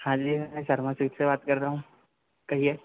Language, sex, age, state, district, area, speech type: Hindi, male, 30-45, Madhya Pradesh, Harda, urban, conversation